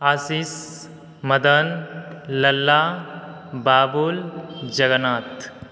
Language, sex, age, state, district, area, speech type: Maithili, male, 18-30, Bihar, Supaul, rural, spontaneous